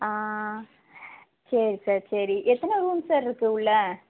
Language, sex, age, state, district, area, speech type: Tamil, female, 30-45, Tamil Nadu, Tirunelveli, urban, conversation